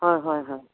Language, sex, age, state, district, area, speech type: Assamese, female, 60+, Assam, Lakhimpur, urban, conversation